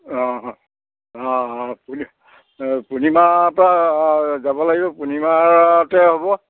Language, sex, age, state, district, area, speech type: Assamese, male, 60+, Assam, Majuli, urban, conversation